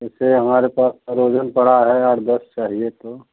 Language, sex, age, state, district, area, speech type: Hindi, male, 45-60, Uttar Pradesh, Chandauli, urban, conversation